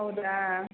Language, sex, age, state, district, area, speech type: Kannada, female, 18-30, Karnataka, Mandya, rural, conversation